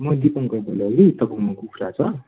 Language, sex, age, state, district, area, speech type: Nepali, male, 18-30, West Bengal, Darjeeling, rural, conversation